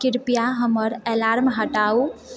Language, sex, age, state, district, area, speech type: Maithili, female, 30-45, Bihar, Purnia, urban, read